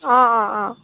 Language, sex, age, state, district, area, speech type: Assamese, female, 18-30, Assam, Golaghat, urban, conversation